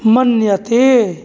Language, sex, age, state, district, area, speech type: Sanskrit, male, 45-60, Uttar Pradesh, Mirzapur, urban, read